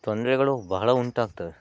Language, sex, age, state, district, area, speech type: Kannada, male, 45-60, Karnataka, Bangalore Rural, urban, spontaneous